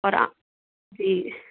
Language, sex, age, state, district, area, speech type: Urdu, female, 60+, Uttar Pradesh, Rampur, urban, conversation